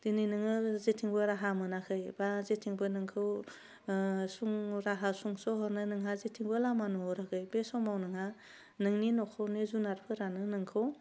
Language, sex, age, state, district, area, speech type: Bodo, female, 30-45, Assam, Udalguri, urban, spontaneous